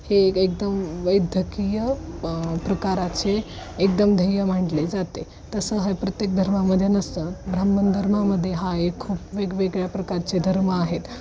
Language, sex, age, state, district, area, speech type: Marathi, female, 18-30, Maharashtra, Osmanabad, rural, spontaneous